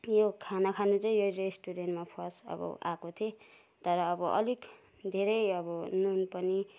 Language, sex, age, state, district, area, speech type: Nepali, female, 60+, West Bengal, Kalimpong, rural, spontaneous